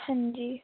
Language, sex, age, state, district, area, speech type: Dogri, female, 18-30, Jammu and Kashmir, Jammu, urban, conversation